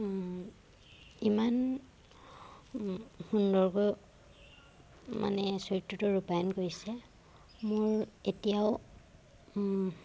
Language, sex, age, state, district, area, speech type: Assamese, female, 18-30, Assam, Jorhat, urban, spontaneous